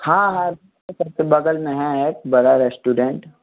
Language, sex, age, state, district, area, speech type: Hindi, male, 18-30, Bihar, Vaishali, urban, conversation